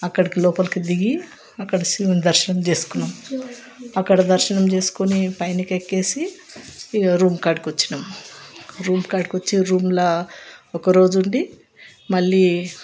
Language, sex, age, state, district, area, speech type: Telugu, female, 60+, Telangana, Hyderabad, urban, spontaneous